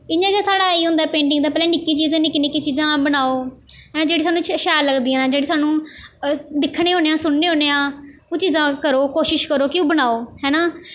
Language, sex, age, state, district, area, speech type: Dogri, female, 18-30, Jammu and Kashmir, Jammu, rural, spontaneous